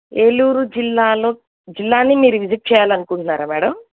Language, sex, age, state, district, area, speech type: Telugu, female, 45-60, Andhra Pradesh, Eluru, urban, conversation